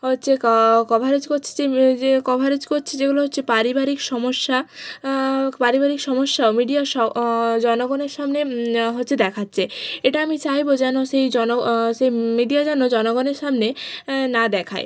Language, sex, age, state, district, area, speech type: Bengali, female, 18-30, West Bengal, Jalpaiguri, rural, spontaneous